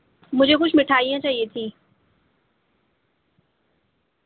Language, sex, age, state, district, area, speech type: Urdu, female, 18-30, Delhi, North East Delhi, urban, conversation